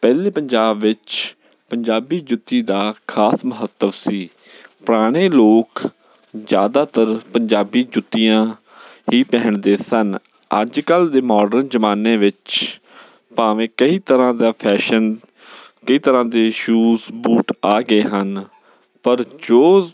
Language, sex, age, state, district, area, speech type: Punjabi, male, 30-45, Punjab, Bathinda, urban, spontaneous